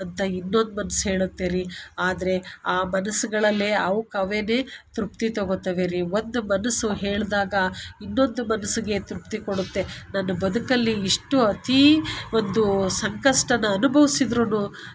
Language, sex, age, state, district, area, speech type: Kannada, female, 45-60, Karnataka, Bangalore Urban, urban, spontaneous